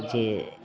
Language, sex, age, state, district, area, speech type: Maithili, female, 60+, Bihar, Madhepura, urban, spontaneous